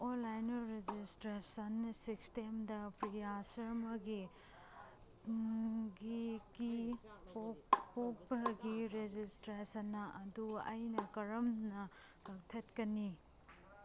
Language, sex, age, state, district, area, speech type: Manipuri, female, 30-45, Manipur, Kangpokpi, urban, read